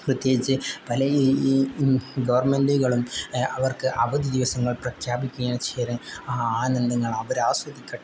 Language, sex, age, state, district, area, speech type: Malayalam, male, 18-30, Kerala, Kozhikode, rural, spontaneous